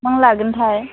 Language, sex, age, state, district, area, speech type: Bodo, female, 18-30, Assam, Chirang, rural, conversation